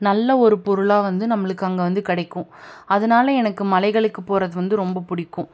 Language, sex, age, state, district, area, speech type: Tamil, female, 18-30, Tamil Nadu, Tiruppur, urban, spontaneous